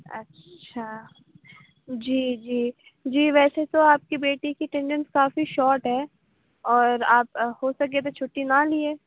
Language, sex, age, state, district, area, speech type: Urdu, female, 45-60, Uttar Pradesh, Aligarh, urban, conversation